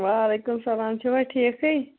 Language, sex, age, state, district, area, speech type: Kashmiri, female, 30-45, Jammu and Kashmir, Kulgam, rural, conversation